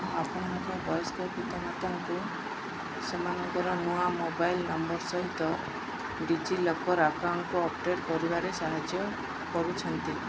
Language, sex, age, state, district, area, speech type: Odia, female, 45-60, Odisha, Koraput, urban, spontaneous